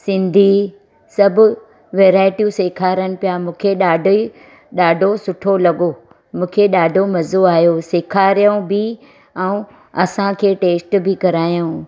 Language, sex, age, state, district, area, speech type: Sindhi, female, 45-60, Gujarat, Surat, urban, spontaneous